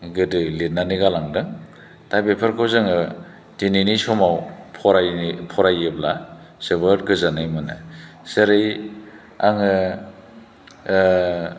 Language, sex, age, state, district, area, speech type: Bodo, male, 60+, Assam, Chirang, urban, spontaneous